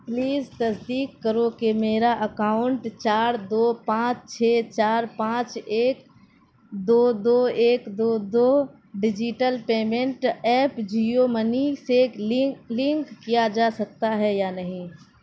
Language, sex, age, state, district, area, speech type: Urdu, female, 45-60, Bihar, Khagaria, rural, read